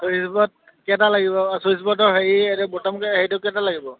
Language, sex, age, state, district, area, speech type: Assamese, male, 30-45, Assam, Dhemaji, rural, conversation